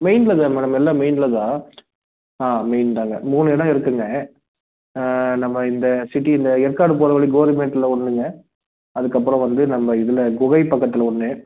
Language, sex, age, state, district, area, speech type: Tamil, male, 30-45, Tamil Nadu, Salem, urban, conversation